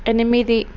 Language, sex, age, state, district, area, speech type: Telugu, female, 18-30, Telangana, Suryapet, urban, read